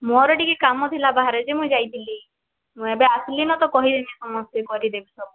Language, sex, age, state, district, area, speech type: Odia, female, 18-30, Odisha, Boudh, rural, conversation